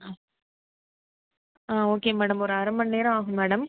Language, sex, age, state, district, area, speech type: Tamil, female, 30-45, Tamil Nadu, Pudukkottai, rural, conversation